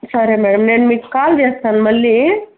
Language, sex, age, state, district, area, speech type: Telugu, female, 45-60, Andhra Pradesh, Chittoor, rural, conversation